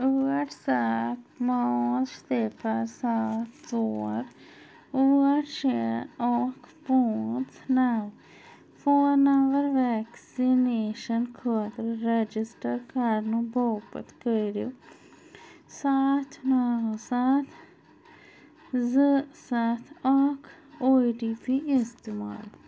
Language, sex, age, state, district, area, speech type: Kashmiri, female, 30-45, Jammu and Kashmir, Anantnag, urban, read